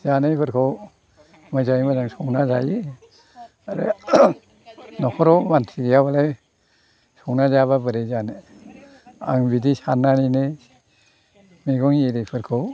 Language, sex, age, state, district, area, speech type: Bodo, male, 60+, Assam, Chirang, rural, spontaneous